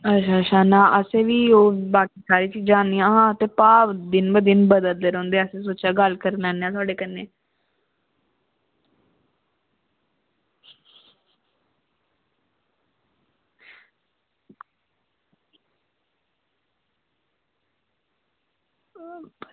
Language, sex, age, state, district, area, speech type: Dogri, female, 18-30, Jammu and Kashmir, Samba, rural, conversation